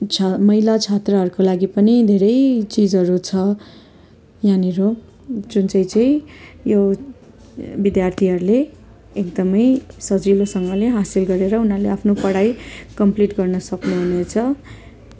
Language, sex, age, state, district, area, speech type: Nepali, female, 30-45, West Bengal, Darjeeling, rural, spontaneous